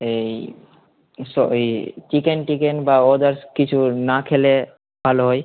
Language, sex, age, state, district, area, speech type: Bengali, male, 18-30, West Bengal, Malda, urban, conversation